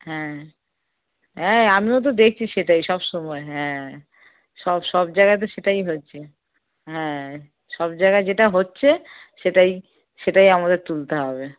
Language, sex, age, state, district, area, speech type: Bengali, female, 30-45, West Bengal, Darjeeling, rural, conversation